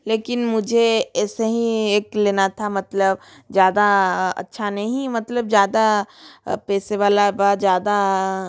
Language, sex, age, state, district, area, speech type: Hindi, female, 30-45, Rajasthan, Jodhpur, rural, spontaneous